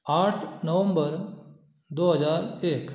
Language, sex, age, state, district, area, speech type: Hindi, male, 30-45, Madhya Pradesh, Ujjain, rural, spontaneous